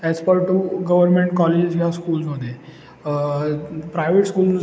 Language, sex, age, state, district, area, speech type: Marathi, male, 18-30, Maharashtra, Ratnagiri, urban, spontaneous